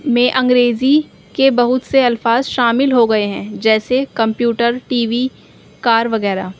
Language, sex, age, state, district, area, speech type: Urdu, female, 18-30, Delhi, North East Delhi, urban, spontaneous